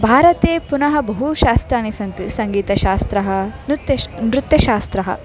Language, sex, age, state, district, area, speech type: Sanskrit, female, 18-30, Karnataka, Dharwad, urban, spontaneous